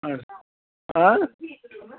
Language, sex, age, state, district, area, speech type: Kashmiri, male, 45-60, Jammu and Kashmir, Ganderbal, rural, conversation